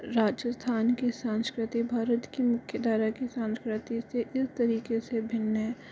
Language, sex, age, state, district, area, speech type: Hindi, male, 60+, Rajasthan, Jaipur, urban, spontaneous